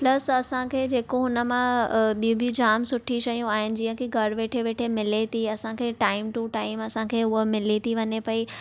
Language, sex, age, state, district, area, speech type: Sindhi, female, 18-30, Maharashtra, Thane, urban, spontaneous